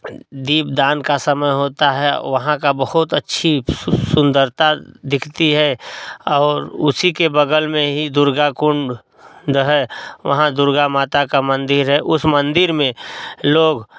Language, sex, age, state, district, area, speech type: Hindi, male, 45-60, Uttar Pradesh, Prayagraj, rural, spontaneous